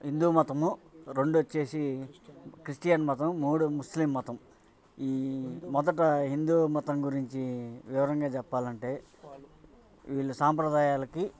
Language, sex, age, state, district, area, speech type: Telugu, male, 45-60, Andhra Pradesh, Bapatla, urban, spontaneous